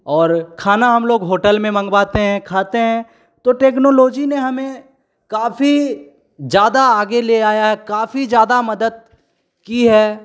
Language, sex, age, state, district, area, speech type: Hindi, male, 18-30, Bihar, Begusarai, rural, spontaneous